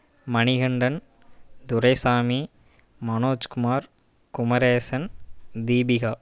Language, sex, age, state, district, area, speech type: Tamil, male, 18-30, Tamil Nadu, Erode, rural, spontaneous